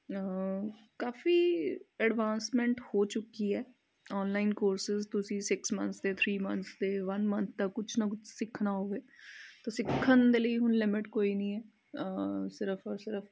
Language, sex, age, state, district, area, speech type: Punjabi, female, 30-45, Punjab, Amritsar, urban, spontaneous